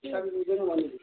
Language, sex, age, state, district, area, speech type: Assamese, male, 18-30, Assam, Sivasagar, rural, conversation